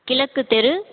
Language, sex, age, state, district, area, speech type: Tamil, male, 30-45, Tamil Nadu, Cuddalore, rural, conversation